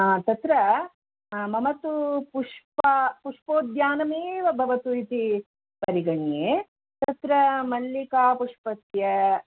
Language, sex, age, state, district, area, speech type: Sanskrit, female, 60+, Karnataka, Mysore, urban, conversation